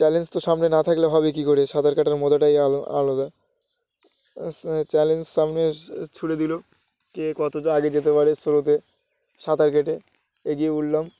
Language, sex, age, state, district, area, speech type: Bengali, male, 18-30, West Bengal, Uttar Dinajpur, urban, spontaneous